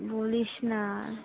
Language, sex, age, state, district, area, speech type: Bengali, female, 30-45, West Bengal, Kolkata, urban, conversation